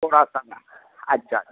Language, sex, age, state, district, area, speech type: Hindi, male, 60+, Bihar, Vaishali, rural, conversation